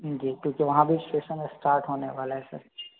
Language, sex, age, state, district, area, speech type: Hindi, male, 18-30, Madhya Pradesh, Bhopal, urban, conversation